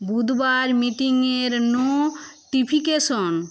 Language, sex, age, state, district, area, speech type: Bengali, female, 60+, West Bengal, Paschim Medinipur, rural, read